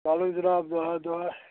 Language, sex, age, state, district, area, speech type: Kashmiri, male, 45-60, Jammu and Kashmir, Anantnag, rural, conversation